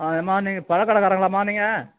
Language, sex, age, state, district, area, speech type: Tamil, male, 60+, Tamil Nadu, Kallakurichi, rural, conversation